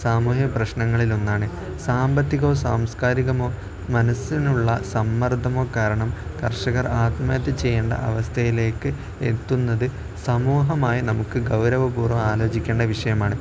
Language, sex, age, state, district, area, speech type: Malayalam, male, 18-30, Kerala, Kozhikode, rural, spontaneous